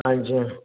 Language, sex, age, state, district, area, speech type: Bengali, male, 60+, West Bengal, Paschim Bardhaman, rural, conversation